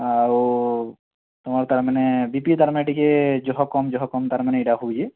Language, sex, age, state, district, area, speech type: Odia, male, 18-30, Odisha, Bargarh, rural, conversation